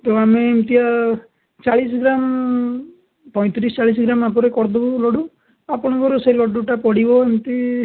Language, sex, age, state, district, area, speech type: Odia, male, 18-30, Odisha, Balasore, rural, conversation